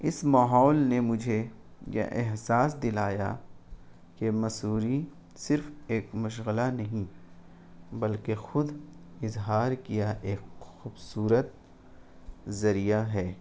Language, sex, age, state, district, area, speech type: Urdu, male, 18-30, Bihar, Gaya, rural, spontaneous